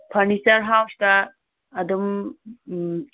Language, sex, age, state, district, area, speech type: Manipuri, female, 60+, Manipur, Thoubal, rural, conversation